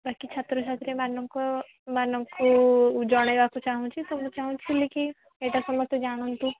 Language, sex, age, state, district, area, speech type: Odia, female, 18-30, Odisha, Sundergarh, urban, conversation